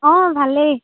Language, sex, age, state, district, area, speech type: Assamese, female, 18-30, Assam, Dhemaji, rural, conversation